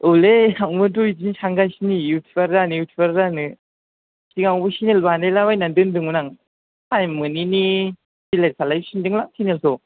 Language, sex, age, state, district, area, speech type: Bodo, male, 18-30, Assam, Chirang, rural, conversation